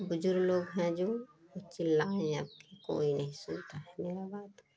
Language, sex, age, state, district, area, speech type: Hindi, female, 30-45, Uttar Pradesh, Prayagraj, rural, spontaneous